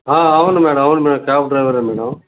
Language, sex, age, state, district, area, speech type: Telugu, male, 60+, Andhra Pradesh, Nellore, rural, conversation